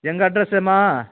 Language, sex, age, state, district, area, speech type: Tamil, male, 60+, Tamil Nadu, Kallakurichi, rural, conversation